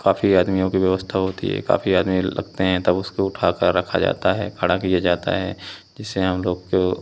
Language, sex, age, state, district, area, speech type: Hindi, male, 18-30, Uttar Pradesh, Pratapgarh, rural, spontaneous